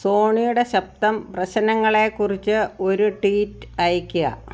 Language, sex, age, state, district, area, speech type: Malayalam, female, 60+, Kerala, Kottayam, rural, read